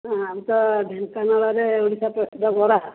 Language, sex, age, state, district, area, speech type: Odia, male, 60+, Odisha, Dhenkanal, rural, conversation